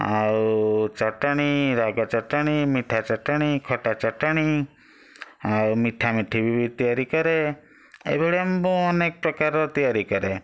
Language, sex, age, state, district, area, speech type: Odia, male, 60+, Odisha, Bhadrak, rural, spontaneous